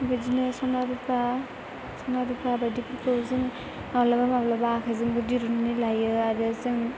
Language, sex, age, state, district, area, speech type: Bodo, female, 18-30, Assam, Chirang, urban, spontaneous